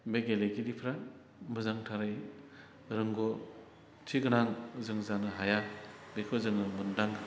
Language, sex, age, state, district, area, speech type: Bodo, male, 45-60, Assam, Chirang, rural, spontaneous